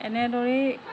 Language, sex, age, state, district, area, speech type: Assamese, female, 45-60, Assam, Lakhimpur, rural, spontaneous